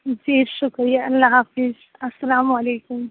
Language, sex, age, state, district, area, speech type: Urdu, female, 30-45, Uttar Pradesh, Aligarh, rural, conversation